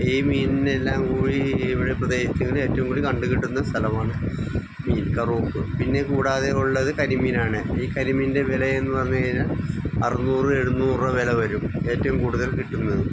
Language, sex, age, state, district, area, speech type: Malayalam, male, 60+, Kerala, Wayanad, rural, spontaneous